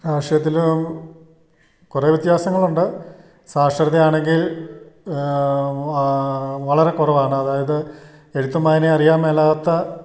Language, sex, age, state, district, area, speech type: Malayalam, male, 60+, Kerala, Idukki, rural, spontaneous